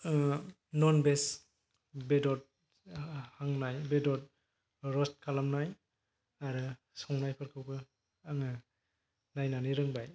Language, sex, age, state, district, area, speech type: Bodo, male, 18-30, Assam, Kokrajhar, rural, spontaneous